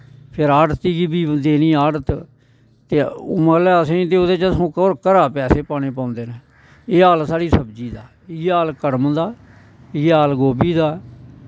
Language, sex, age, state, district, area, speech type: Dogri, male, 60+, Jammu and Kashmir, Samba, rural, spontaneous